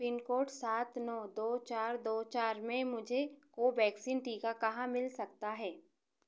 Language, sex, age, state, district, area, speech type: Hindi, female, 30-45, Madhya Pradesh, Chhindwara, urban, read